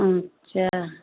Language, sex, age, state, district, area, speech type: Hindi, female, 45-60, Uttar Pradesh, Pratapgarh, rural, conversation